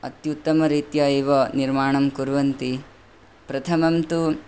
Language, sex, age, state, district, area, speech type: Sanskrit, male, 18-30, Karnataka, Bangalore Urban, rural, spontaneous